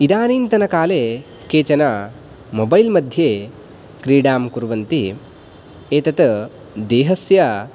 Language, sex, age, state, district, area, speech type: Sanskrit, male, 18-30, Karnataka, Uttara Kannada, rural, spontaneous